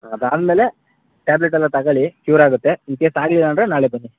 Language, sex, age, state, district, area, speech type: Kannada, male, 30-45, Karnataka, Mandya, rural, conversation